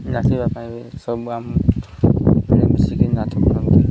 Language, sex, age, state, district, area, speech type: Odia, male, 30-45, Odisha, Koraput, urban, spontaneous